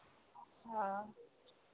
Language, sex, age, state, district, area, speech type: Maithili, female, 45-60, Bihar, Madhepura, rural, conversation